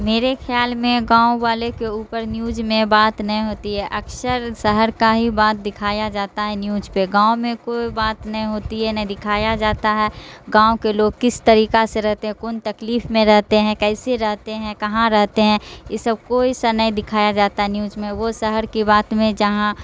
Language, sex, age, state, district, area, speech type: Urdu, female, 45-60, Bihar, Darbhanga, rural, spontaneous